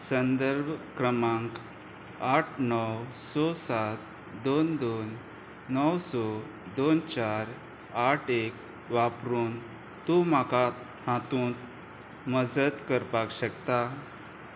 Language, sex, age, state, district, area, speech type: Goan Konkani, male, 30-45, Goa, Murmgao, rural, read